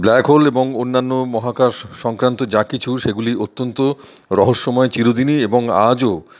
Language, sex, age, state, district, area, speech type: Bengali, male, 45-60, West Bengal, Paschim Bardhaman, urban, spontaneous